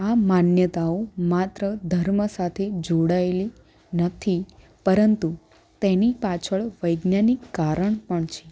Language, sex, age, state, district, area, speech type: Gujarati, female, 18-30, Gujarat, Anand, urban, spontaneous